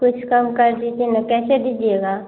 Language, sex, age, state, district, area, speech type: Hindi, female, 18-30, Bihar, Samastipur, rural, conversation